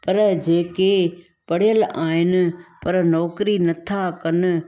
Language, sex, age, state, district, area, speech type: Sindhi, female, 45-60, Gujarat, Junagadh, rural, spontaneous